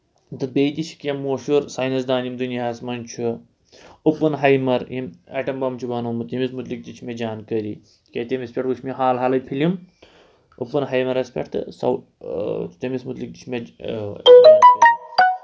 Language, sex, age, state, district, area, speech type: Kashmiri, male, 18-30, Jammu and Kashmir, Shopian, rural, spontaneous